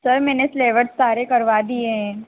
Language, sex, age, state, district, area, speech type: Hindi, female, 18-30, Madhya Pradesh, Harda, urban, conversation